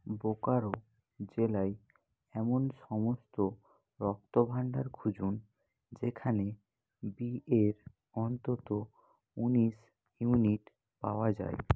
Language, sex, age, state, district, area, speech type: Bengali, male, 18-30, West Bengal, Purba Medinipur, rural, read